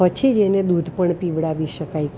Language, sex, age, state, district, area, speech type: Gujarati, female, 60+, Gujarat, Valsad, urban, spontaneous